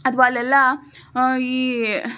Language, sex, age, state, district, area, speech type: Kannada, female, 18-30, Karnataka, Tumkur, urban, spontaneous